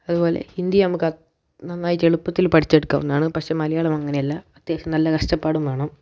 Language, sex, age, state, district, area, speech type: Malayalam, male, 18-30, Kerala, Wayanad, rural, spontaneous